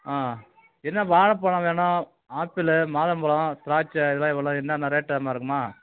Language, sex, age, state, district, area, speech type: Tamil, male, 60+, Tamil Nadu, Kallakurichi, rural, conversation